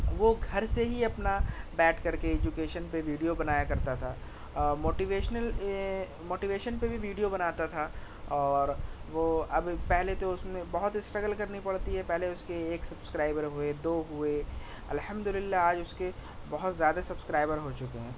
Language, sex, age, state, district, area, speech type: Urdu, male, 30-45, Delhi, South Delhi, urban, spontaneous